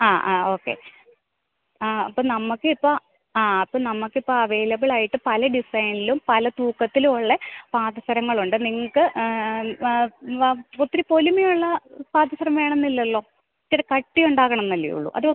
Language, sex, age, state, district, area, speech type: Malayalam, female, 30-45, Kerala, Idukki, rural, conversation